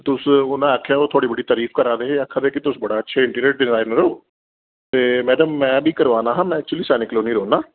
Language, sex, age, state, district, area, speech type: Dogri, male, 30-45, Jammu and Kashmir, Reasi, urban, conversation